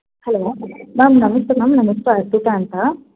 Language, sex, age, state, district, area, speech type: Kannada, female, 18-30, Karnataka, Hassan, urban, conversation